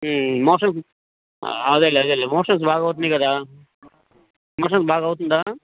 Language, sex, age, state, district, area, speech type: Telugu, male, 60+, Andhra Pradesh, Guntur, urban, conversation